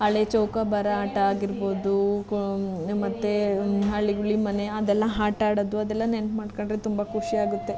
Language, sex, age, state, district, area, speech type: Kannada, female, 30-45, Karnataka, Mandya, rural, spontaneous